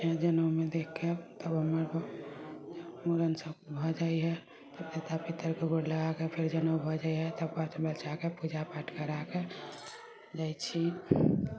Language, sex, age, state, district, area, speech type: Maithili, female, 30-45, Bihar, Samastipur, urban, spontaneous